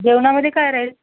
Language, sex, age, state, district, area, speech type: Marathi, female, 30-45, Maharashtra, Thane, urban, conversation